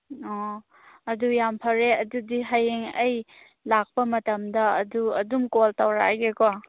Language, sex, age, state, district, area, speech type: Manipuri, female, 30-45, Manipur, Chandel, rural, conversation